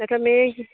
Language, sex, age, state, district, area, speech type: Bengali, female, 45-60, West Bengal, Darjeeling, urban, conversation